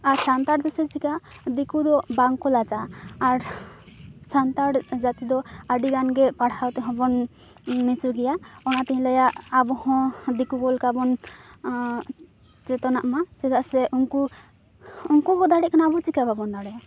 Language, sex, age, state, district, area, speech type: Santali, female, 18-30, West Bengal, Purulia, rural, spontaneous